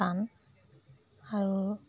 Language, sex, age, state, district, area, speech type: Assamese, female, 60+, Assam, Dibrugarh, rural, spontaneous